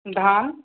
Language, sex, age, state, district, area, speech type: Maithili, male, 18-30, Bihar, Sitamarhi, urban, conversation